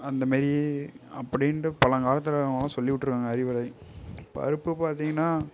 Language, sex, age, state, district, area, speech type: Tamil, male, 18-30, Tamil Nadu, Kallakurichi, urban, spontaneous